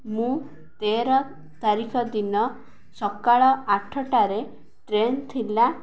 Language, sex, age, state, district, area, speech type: Odia, female, 18-30, Odisha, Ganjam, urban, spontaneous